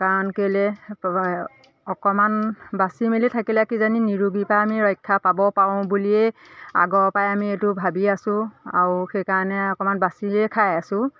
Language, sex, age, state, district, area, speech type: Assamese, female, 45-60, Assam, Majuli, urban, spontaneous